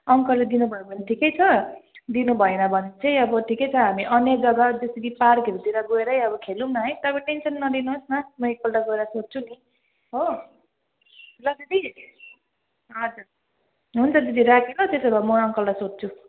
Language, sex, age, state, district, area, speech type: Nepali, female, 30-45, West Bengal, Jalpaiguri, urban, conversation